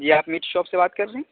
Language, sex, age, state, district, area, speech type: Urdu, male, 30-45, Uttar Pradesh, Muzaffarnagar, urban, conversation